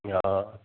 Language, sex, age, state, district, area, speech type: Sindhi, male, 60+, Gujarat, Kutch, urban, conversation